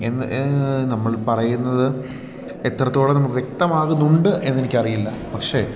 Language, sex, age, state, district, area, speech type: Malayalam, male, 18-30, Kerala, Idukki, rural, spontaneous